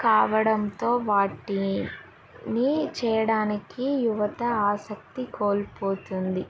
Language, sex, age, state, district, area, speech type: Telugu, female, 18-30, Telangana, Mahabubabad, rural, spontaneous